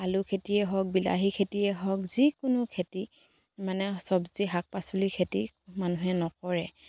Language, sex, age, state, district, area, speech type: Assamese, female, 45-60, Assam, Dibrugarh, rural, spontaneous